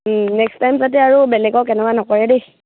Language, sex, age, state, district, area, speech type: Assamese, female, 18-30, Assam, Dibrugarh, urban, conversation